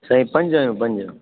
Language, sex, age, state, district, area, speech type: Sindhi, male, 30-45, Delhi, South Delhi, urban, conversation